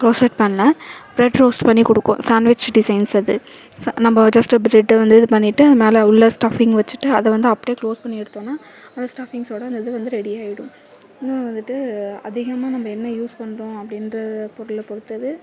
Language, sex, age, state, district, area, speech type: Tamil, female, 18-30, Tamil Nadu, Thanjavur, urban, spontaneous